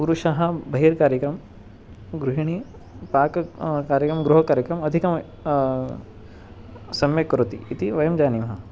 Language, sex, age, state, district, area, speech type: Sanskrit, male, 18-30, Maharashtra, Nagpur, urban, spontaneous